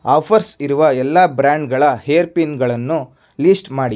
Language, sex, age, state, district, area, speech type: Kannada, male, 18-30, Karnataka, Shimoga, rural, read